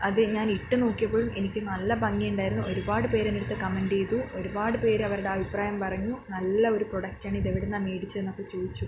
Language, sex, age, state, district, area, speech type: Malayalam, female, 18-30, Kerala, Wayanad, rural, spontaneous